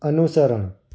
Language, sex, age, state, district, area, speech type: Gujarati, male, 30-45, Gujarat, Anand, urban, read